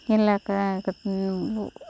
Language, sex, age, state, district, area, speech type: Tamil, female, 45-60, Tamil Nadu, Thoothukudi, rural, spontaneous